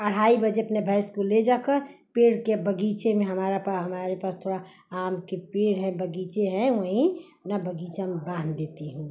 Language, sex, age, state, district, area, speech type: Hindi, female, 45-60, Uttar Pradesh, Ghazipur, urban, spontaneous